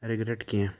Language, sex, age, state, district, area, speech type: Kashmiri, male, 18-30, Jammu and Kashmir, Srinagar, urban, spontaneous